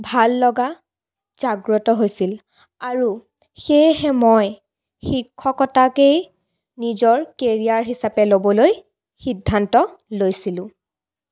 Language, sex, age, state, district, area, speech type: Assamese, female, 18-30, Assam, Sonitpur, rural, spontaneous